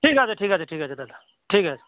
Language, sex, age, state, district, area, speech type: Bengali, male, 45-60, West Bengal, North 24 Parganas, rural, conversation